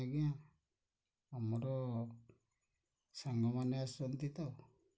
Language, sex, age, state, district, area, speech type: Odia, male, 60+, Odisha, Kendrapara, urban, spontaneous